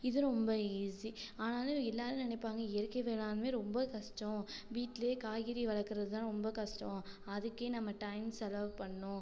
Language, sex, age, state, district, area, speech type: Tamil, female, 18-30, Tamil Nadu, Tiruchirappalli, rural, spontaneous